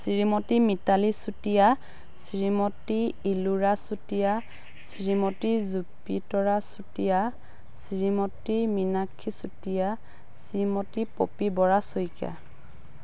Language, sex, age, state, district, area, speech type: Assamese, female, 45-60, Assam, Dhemaji, urban, spontaneous